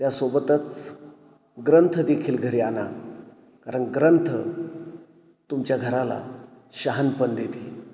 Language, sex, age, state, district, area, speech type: Marathi, male, 45-60, Maharashtra, Ahmednagar, urban, spontaneous